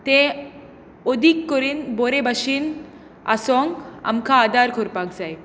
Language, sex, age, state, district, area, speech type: Goan Konkani, female, 18-30, Goa, Tiswadi, rural, spontaneous